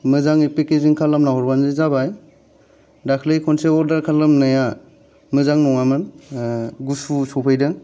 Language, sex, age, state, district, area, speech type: Bodo, male, 30-45, Assam, Kokrajhar, urban, spontaneous